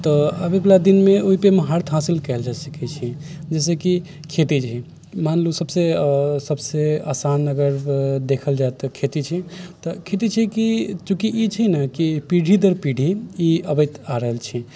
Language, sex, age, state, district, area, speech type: Maithili, male, 18-30, Bihar, Sitamarhi, rural, spontaneous